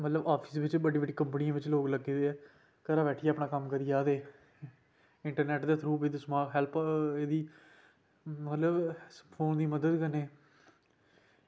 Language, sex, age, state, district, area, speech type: Dogri, male, 18-30, Jammu and Kashmir, Samba, rural, spontaneous